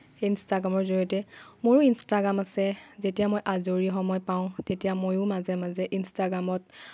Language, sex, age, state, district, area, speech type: Assamese, female, 18-30, Assam, Lakhimpur, rural, spontaneous